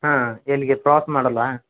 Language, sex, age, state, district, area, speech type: Kannada, male, 30-45, Karnataka, Gadag, rural, conversation